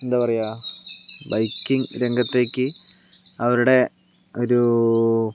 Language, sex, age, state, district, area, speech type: Malayalam, male, 45-60, Kerala, Palakkad, rural, spontaneous